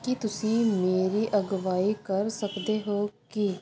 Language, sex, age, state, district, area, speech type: Punjabi, female, 30-45, Punjab, Ludhiana, rural, read